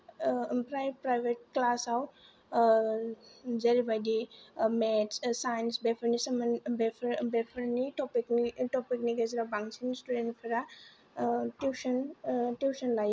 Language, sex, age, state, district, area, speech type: Bodo, female, 18-30, Assam, Kokrajhar, rural, spontaneous